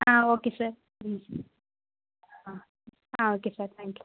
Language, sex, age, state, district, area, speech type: Tamil, female, 18-30, Tamil Nadu, Pudukkottai, rural, conversation